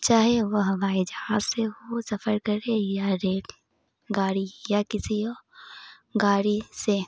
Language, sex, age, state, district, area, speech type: Urdu, female, 18-30, Bihar, Saharsa, rural, spontaneous